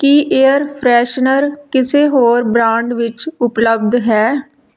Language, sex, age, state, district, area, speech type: Punjabi, female, 30-45, Punjab, Tarn Taran, rural, read